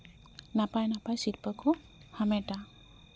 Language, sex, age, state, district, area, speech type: Santali, female, 30-45, West Bengal, Jhargram, rural, spontaneous